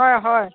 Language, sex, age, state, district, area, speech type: Assamese, female, 45-60, Assam, Dhemaji, rural, conversation